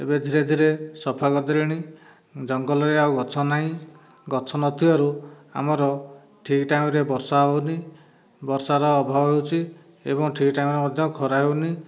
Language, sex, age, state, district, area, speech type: Odia, male, 60+, Odisha, Dhenkanal, rural, spontaneous